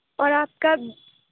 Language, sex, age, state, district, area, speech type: Urdu, female, 18-30, Uttar Pradesh, Aligarh, urban, conversation